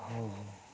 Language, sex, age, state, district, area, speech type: Odia, male, 18-30, Odisha, Jagatsinghpur, rural, spontaneous